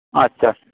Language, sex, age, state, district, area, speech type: Santali, male, 18-30, West Bengal, Birbhum, rural, conversation